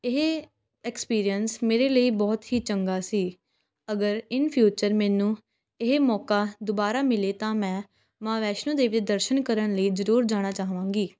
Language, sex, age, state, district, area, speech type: Punjabi, female, 18-30, Punjab, Patiala, urban, spontaneous